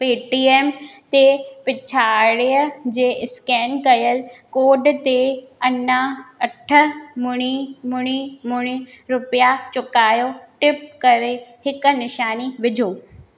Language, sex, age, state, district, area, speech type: Sindhi, female, 18-30, Madhya Pradesh, Katni, rural, read